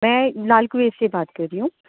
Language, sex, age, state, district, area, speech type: Urdu, female, 30-45, Delhi, North East Delhi, urban, conversation